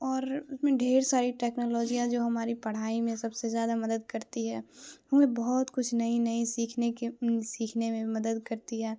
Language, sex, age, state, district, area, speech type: Urdu, female, 18-30, Bihar, Khagaria, rural, spontaneous